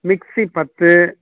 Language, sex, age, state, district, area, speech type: Tamil, male, 60+, Tamil Nadu, Viluppuram, rural, conversation